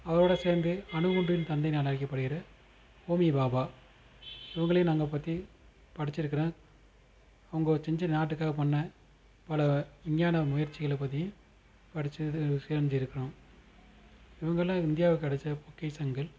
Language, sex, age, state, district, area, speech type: Tamil, male, 30-45, Tamil Nadu, Madurai, urban, spontaneous